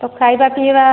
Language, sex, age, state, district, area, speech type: Odia, female, 30-45, Odisha, Boudh, rural, conversation